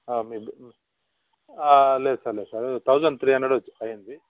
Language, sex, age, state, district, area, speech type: Telugu, male, 30-45, Andhra Pradesh, Chittoor, rural, conversation